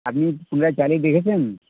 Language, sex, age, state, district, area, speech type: Bengali, male, 30-45, West Bengal, Birbhum, urban, conversation